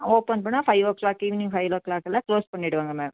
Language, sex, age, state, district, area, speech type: Tamil, female, 30-45, Tamil Nadu, Nilgiris, urban, conversation